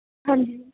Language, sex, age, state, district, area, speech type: Punjabi, female, 18-30, Punjab, Ludhiana, rural, conversation